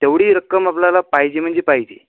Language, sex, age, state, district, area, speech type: Marathi, male, 18-30, Maharashtra, Washim, rural, conversation